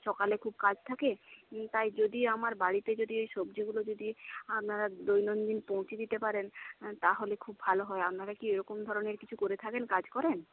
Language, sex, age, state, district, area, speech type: Bengali, female, 18-30, West Bengal, Jhargram, rural, conversation